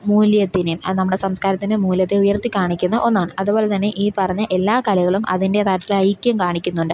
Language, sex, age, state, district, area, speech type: Malayalam, female, 18-30, Kerala, Pathanamthitta, urban, spontaneous